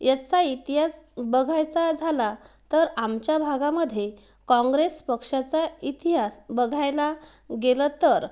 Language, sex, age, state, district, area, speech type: Marathi, female, 30-45, Maharashtra, Wardha, urban, spontaneous